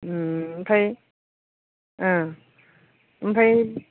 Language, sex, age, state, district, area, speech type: Bodo, female, 30-45, Assam, Baksa, rural, conversation